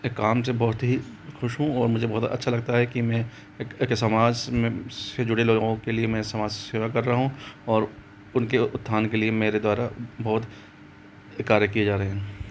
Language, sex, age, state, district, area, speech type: Hindi, male, 45-60, Rajasthan, Jaipur, urban, spontaneous